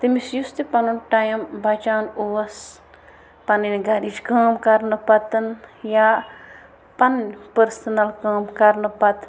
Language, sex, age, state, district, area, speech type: Kashmiri, female, 18-30, Jammu and Kashmir, Bandipora, rural, spontaneous